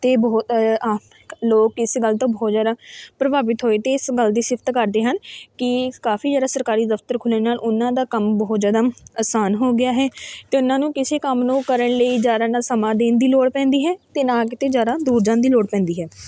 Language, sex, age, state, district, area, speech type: Punjabi, female, 18-30, Punjab, Fatehgarh Sahib, rural, spontaneous